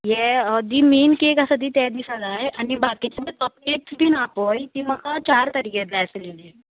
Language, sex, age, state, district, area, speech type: Goan Konkani, female, 18-30, Goa, Murmgao, urban, conversation